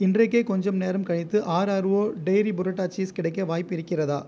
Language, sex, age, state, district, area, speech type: Tamil, male, 30-45, Tamil Nadu, Viluppuram, rural, read